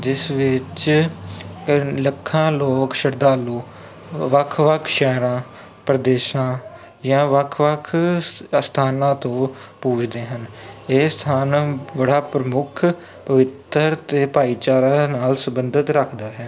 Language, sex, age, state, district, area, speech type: Punjabi, male, 18-30, Punjab, Kapurthala, urban, spontaneous